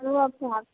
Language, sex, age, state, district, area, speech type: Hindi, female, 18-30, Uttar Pradesh, Prayagraj, rural, conversation